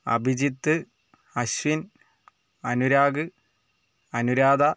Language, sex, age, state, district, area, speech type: Malayalam, male, 45-60, Kerala, Wayanad, rural, spontaneous